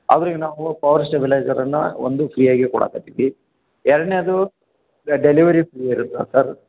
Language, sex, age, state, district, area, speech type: Kannada, male, 45-60, Karnataka, Koppal, rural, conversation